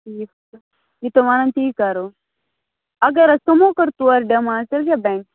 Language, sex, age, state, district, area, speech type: Kashmiri, female, 18-30, Jammu and Kashmir, Bandipora, rural, conversation